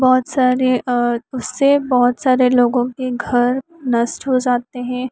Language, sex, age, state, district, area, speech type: Hindi, female, 18-30, Madhya Pradesh, Harda, urban, spontaneous